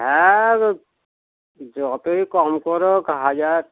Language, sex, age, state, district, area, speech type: Bengali, male, 45-60, West Bengal, Dakshin Dinajpur, rural, conversation